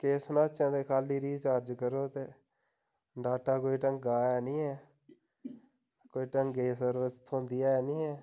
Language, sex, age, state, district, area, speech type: Dogri, male, 30-45, Jammu and Kashmir, Udhampur, rural, spontaneous